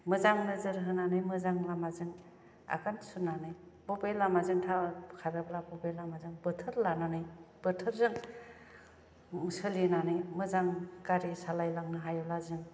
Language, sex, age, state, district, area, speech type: Bodo, female, 45-60, Assam, Kokrajhar, rural, spontaneous